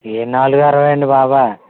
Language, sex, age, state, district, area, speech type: Telugu, male, 18-30, Andhra Pradesh, Konaseema, rural, conversation